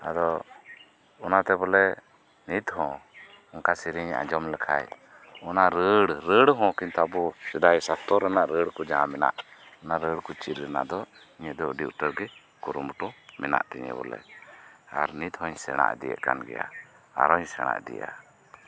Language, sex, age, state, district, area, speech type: Santali, male, 45-60, West Bengal, Birbhum, rural, spontaneous